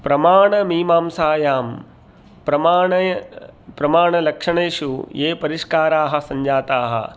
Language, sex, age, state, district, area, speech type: Sanskrit, male, 45-60, Madhya Pradesh, Indore, rural, spontaneous